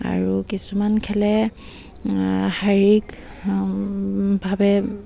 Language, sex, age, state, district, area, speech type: Assamese, female, 45-60, Assam, Dibrugarh, rural, spontaneous